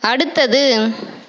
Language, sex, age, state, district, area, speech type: Tamil, female, 18-30, Tamil Nadu, Cuddalore, rural, read